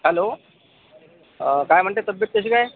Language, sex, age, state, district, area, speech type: Marathi, male, 30-45, Maharashtra, Akola, rural, conversation